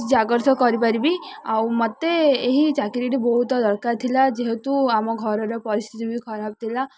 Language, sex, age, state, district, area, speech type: Odia, female, 18-30, Odisha, Ganjam, urban, spontaneous